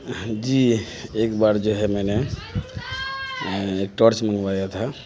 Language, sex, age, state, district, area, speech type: Urdu, male, 30-45, Bihar, Madhubani, rural, spontaneous